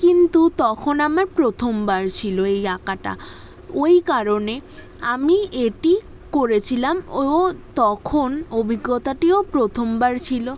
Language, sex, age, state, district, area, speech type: Bengali, female, 18-30, West Bengal, South 24 Parganas, urban, spontaneous